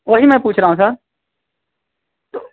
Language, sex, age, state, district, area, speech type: Hindi, male, 30-45, Uttar Pradesh, Azamgarh, rural, conversation